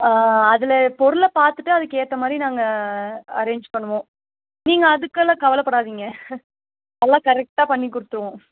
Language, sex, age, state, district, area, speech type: Tamil, female, 18-30, Tamil Nadu, Nilgiris, urban, conversation